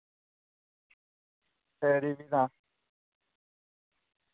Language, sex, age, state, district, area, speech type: Dogri, male, 18-30, Jammu and Kashmir, Udhampur, rural, conversation